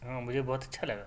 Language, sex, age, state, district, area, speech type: Urdu, male, 30-45, Delhi, South Delhi, urban, spontaneous